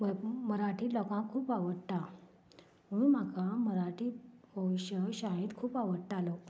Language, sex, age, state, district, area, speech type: Goan Konkani, female, 45-60, Goa, Canacona, rural, spontaneous